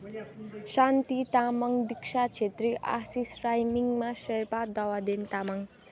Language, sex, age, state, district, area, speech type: Nepali, female, 30-45, West Bengal, Darjeeling, rural, spontaneous